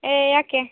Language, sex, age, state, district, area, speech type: Kannada, female, 18-30, Karnataka, Uttara Kannada, rural, conversation